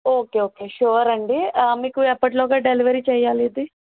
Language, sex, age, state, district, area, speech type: Telugu, female, 30-45, Andhra Pradesh, N T Rama Rao, urban, conversation